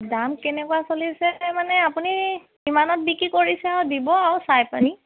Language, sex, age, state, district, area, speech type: Assamese, female, 30-45, Assam, Golaghat, rural, conversation